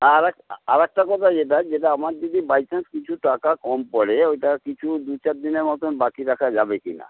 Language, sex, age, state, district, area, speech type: Bengali, male, 60+, West Bengal, Paschim Medinipur, rural, conversation